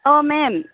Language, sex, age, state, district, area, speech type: Bodo, female, 18-30, Assam, Chirang, rural, conversation